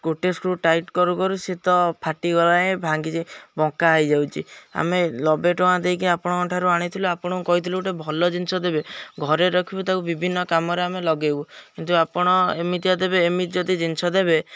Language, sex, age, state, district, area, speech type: Odia, male, 18-30, Odisha, Jagatsinghpur, rural, spontaneous